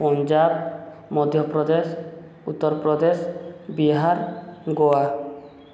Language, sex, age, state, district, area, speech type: Odia, male, 18-30, Odisha, Subarnapur, urban, spontaneous